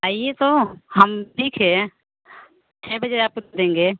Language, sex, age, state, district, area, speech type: Hindi, female, 45-60, Uttar Pradesh, Ghazipur, rural, conversation